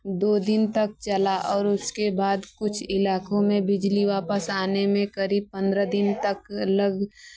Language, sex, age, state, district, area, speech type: Hindi, female, 30-45, Uttar Pradesh, Mau, rural, read